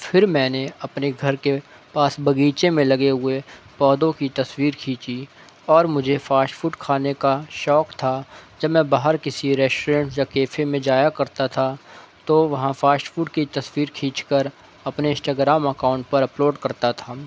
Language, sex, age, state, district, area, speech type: Urdu, male, 18-30, Uttar Pradesh, Shahjahanpur, rural, spontaneous